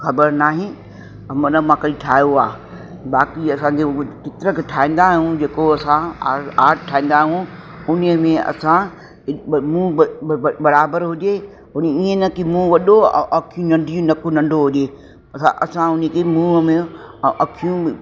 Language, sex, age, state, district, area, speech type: Sindhi, female, 60+, Uttar Pradesh, Lucknow, urban, spontaneous